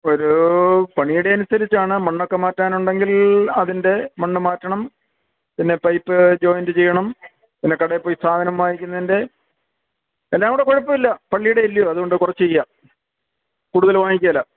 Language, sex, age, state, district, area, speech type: Malayalam, male, 60+, Kerala, Kottayam, rural, conversation